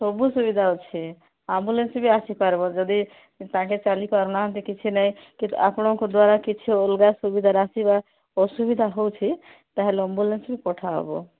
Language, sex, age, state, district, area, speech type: Odia, female, 30-45, Odisha, Nabarangpur, urban, conversation